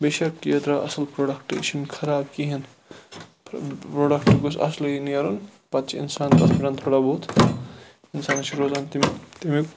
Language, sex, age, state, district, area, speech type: Kashmiri, male, 45-60, Jammu and Kashmir, Bandipora, rural, spontaneous